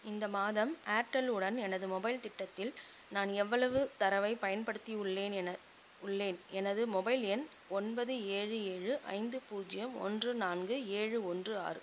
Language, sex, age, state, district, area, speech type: Tamil, female, 45-60, Tamil Nadu, Chengalpattu, rural, read